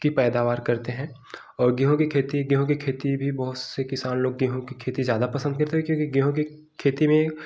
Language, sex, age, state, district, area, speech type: Hindi, male, 18-30, Uttar Pradesh, Jaunpur, rural, spontaneous